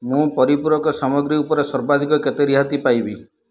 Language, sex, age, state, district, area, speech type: Odia, male, 45-60, Odisha, Kendrapara, urban, read